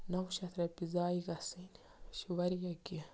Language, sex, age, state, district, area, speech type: Kashmiri, female, 18-30, Jammu and Kashmir, Baramulla, rural, spontaneous